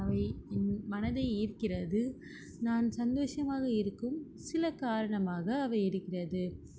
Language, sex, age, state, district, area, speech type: Tamil, female, 18-30, Tamil Nadu, Ranipet, urban, spontaneous